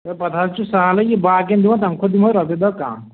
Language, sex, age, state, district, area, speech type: Kashmiri, male, 45-60, Jammu and Kashmir, Budgam, urban, conversation